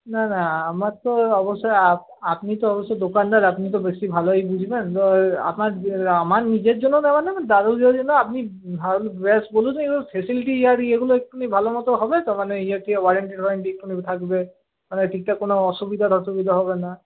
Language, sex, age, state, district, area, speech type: Bengali, male, 18-30, West Bengal, Paschim Bardhaman, urban, conversation